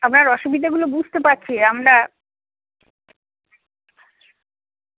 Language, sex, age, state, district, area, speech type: Bengali, female, 60+, West Bengal, Birbhum, urban, conversation